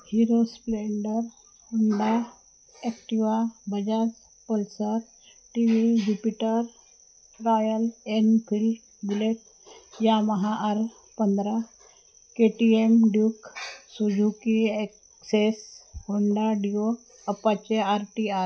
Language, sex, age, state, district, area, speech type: Marathi, female, 60+, Maharashtra, Wardha, rural, spontaneous